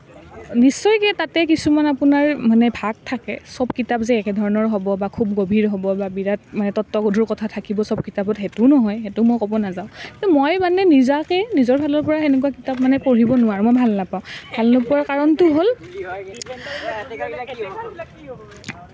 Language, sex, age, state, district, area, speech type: Assamese, female, 18-30, Assam, Nalbari, rural, spontaneous